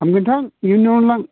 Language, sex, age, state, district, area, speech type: Bodo, male, 60+, Assam, Baksa, urban, conversation